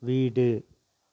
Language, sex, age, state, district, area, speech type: Tamil, male, 45-60, Tamil Nadu, Tiruvannamalai, rural, read